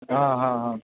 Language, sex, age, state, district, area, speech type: Marathi, male, 18-30, Maharashtra, Ratnagiri, rural, conversation